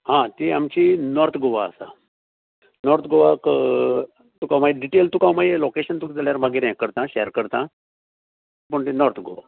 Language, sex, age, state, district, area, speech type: Goan Konkani, male, 60+, Goa, Canacona, rural, conversation